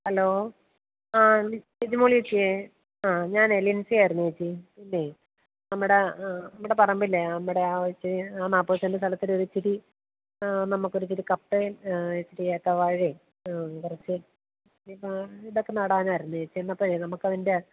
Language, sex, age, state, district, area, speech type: Malayalam, female, 30-45, Kerala, Alappuzha, rural, conversation